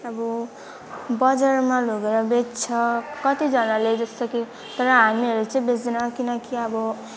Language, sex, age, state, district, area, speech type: Nepali, female, 18-30, West Bengal, Alipurduar, urban, spontaneous